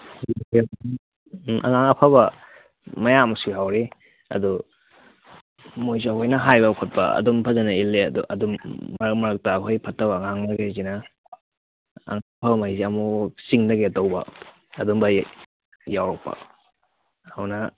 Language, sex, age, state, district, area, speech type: Manipuri, male, 18-30, Manipur, Kakching, rural, conversation